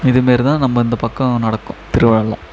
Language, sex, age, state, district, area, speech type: Tamil, male, 18-30, Tamil Nadu, Tiruvannamalai, urban, spontaneous